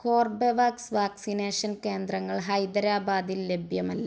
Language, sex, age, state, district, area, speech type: Malayalam, female, 30-45, Kerala, Malappuram, rural, read